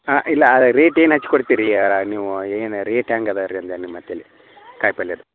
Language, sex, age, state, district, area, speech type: Kannada, male, 30-45, Karnataka, Vijayapura, rural, conversation